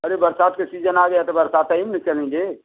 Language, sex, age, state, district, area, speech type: Hindi, male, 60+, Uttar Pradesh, Mau, urban, conversation